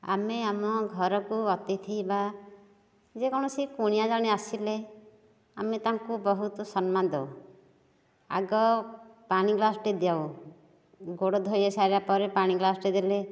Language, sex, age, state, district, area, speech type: Odia, female, 60+, Odisha, Nayagarh, rural, spontaneous